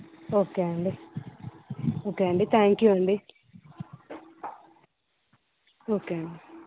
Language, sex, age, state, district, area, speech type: Telugu, female, 18-30, Telangana, Mancherial, rural, conversation